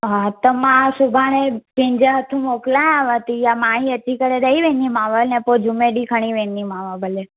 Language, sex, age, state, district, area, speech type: Sindhi, female, 18-30, Gujarat, Surat, urban, conversation